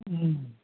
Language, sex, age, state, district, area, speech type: Bodo, female, 60+, Assam, Kokrajhar, urban, conversation